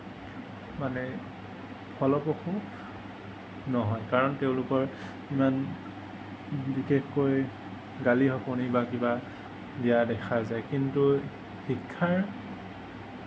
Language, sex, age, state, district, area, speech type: Assamese, male, 18-30, Assam, Kamrup Metropolitan, urban, spontaneous